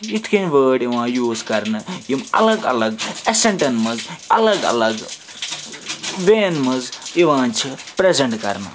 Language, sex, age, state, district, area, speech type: Kashmiri, male, 30-45, Jammu and Kashmir, Srinagar, urban, spontaneous